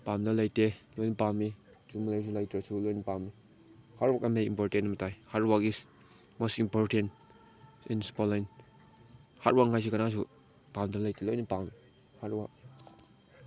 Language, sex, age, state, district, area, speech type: Manipuri, male, 18-30, Manipur, Chandel, rural, spontaneous